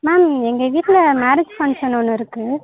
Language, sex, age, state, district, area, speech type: Tamil, female, 45-60, Tamil Nadu, Tiruchirappalli, rural, conversation